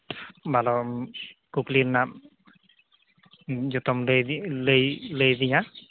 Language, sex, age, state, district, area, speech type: Santali, male, 30-45, West Bengal, Uttar Dinajpur, rural, conversation